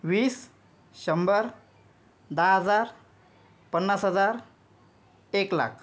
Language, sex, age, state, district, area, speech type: Marathi, male, 30-45, Maharashtra, Yavatmal, rural, spontaneous